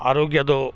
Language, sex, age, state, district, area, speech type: Kannada, male, 45-60, Karnataka, Chikkamagaluru, rural, spontaneous